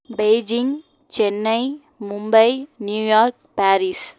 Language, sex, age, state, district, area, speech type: Tamil, female, 18-30, Tamil Nadu, Madurai, urban, spontaneous